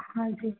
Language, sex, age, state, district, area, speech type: Punjabi, female, 30-45, Punjab, Rupnagar, rural, conversation